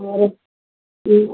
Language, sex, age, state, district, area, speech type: Tamil, female, 30-45, Tamil Nadu, Pudukkottai, urban, conversation